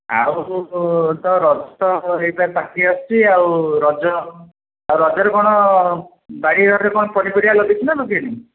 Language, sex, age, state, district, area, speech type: Odia, male, 60+, Odisha, Dhenkanal, rural, conversation